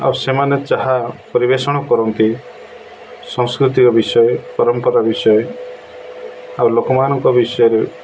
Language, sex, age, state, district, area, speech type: Odia, male, 45-60, Odisha, Nabarangpur, urban, spontaneous